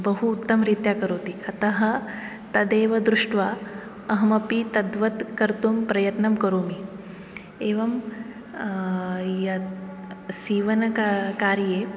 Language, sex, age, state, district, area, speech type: Sanskrit, female, 18-30, Maharashtra, Nagpur, urban, spontaneous